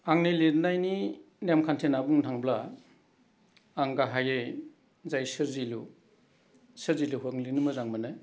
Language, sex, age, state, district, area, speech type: Bodo, male, 60+, Assam, Udalguri, urban, spontaneous